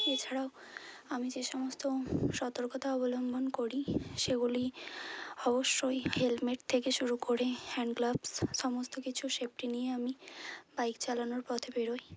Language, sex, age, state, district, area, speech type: Bengali, female, 18-30, West Bengal, Hooghly, urban, spontaneous